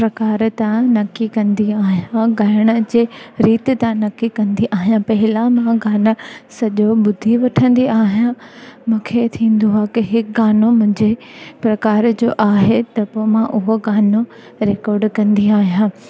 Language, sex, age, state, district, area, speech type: Sindhi, female, 18-30, Gujarat, Junagadh, rural, spontaneous